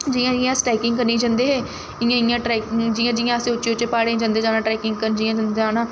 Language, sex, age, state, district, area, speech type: Dogri, female, 18-30, Jammu and Kashmir, Reasi, urban, spontaneous